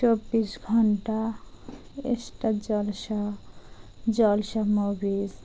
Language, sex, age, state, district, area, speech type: Bengali, female, 30-45, West Bengal, Dakshin Dinajpur, urban, spontaneous